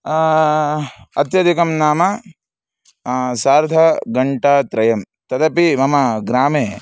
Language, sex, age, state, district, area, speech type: Sanskrit, male, 18-30, Karnataka, Chikkamagaluru, urban, spontaneous